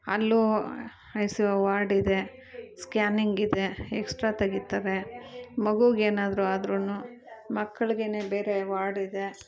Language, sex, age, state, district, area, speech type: Kannada, female, 30-45, Karnataka, Bangalore Urban, urban, spontaneous